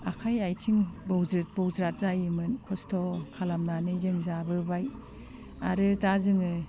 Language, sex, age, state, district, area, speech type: Bodo, female, 60+, Assam, Udalguri, rural, spontaneous